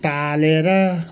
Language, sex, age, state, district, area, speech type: Nepali, male, 60+, West Bengal, Kalimpong, rural, spontaneous